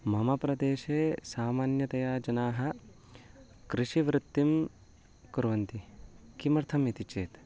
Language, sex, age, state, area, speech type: Sanskrit, male, 18-30, Uttarakhand, urban, spontaneous